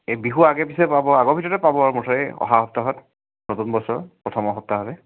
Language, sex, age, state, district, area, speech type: Assamese, male, 30-45, Assam, Charaideo, urban, conversation